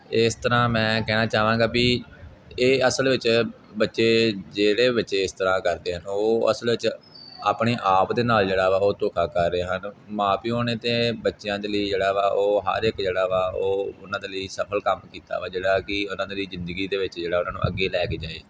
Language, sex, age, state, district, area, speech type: Punjabi, male, 18-30, Punjab, Gurdaspur, urban, spontaneous